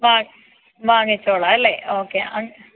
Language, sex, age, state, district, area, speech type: Malayalam, female, 18-30, Kerala, Pathanamthitta, rural, conversation